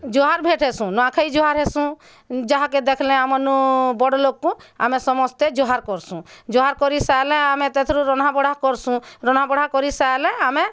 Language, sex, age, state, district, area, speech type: Odia, female, 45-60, Odisha, Bargarh, urban, spontaneous